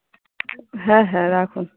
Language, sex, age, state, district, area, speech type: Bengali, female, 18-30, West Bengal, Dakshin Dinajpur, urban, conversation